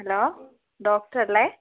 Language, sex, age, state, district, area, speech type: Malayalam, female, 18-30, Kerala, Wayanad, rural, conversation